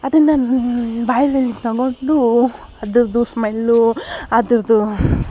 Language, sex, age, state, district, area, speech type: Kannada, female, 45-60, Karnataka, Davanagere, urban, spontaneous